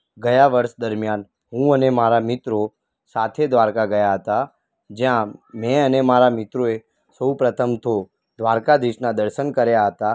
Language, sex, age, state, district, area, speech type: Gujarati, male, 18-30, Gujarat, Ahmedabad, urban, spontaneous